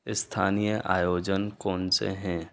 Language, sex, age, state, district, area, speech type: Hindi, male, 18-30, Madhya Pradesh, Bhopal, urban, read